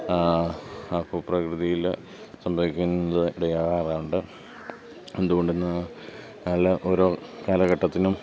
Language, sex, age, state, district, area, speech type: Malayalam, male, 30-45, Kerala, Pathanamthitta, urban, spontaneous